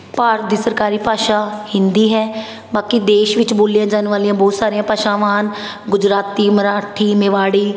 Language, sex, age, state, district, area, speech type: Punjabi, female, 30-45, Punjab, Patiala, urban, spontaneous